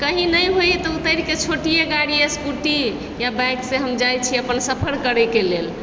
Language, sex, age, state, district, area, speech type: Maithili, female, 60+, Bihar, Supaul, urban, spontaneous